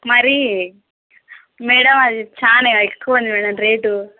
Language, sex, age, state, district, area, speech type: Telugu, female, 18-30, Telangana, Peddapalli, rural, conversation